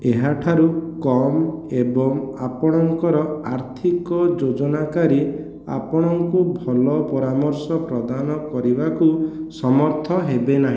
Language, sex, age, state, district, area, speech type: Odia, male, 18-30, Odisha, Khordha, rural, read